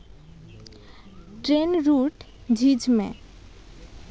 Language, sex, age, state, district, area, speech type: Santali, female, 18-30, West Bengal, Malda, rural, read